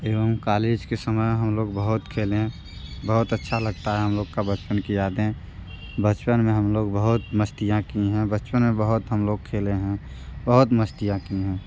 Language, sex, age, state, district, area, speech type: Hindi, male, 18-30, Uttar Pradesh, Mirzapur, rural, spontaneous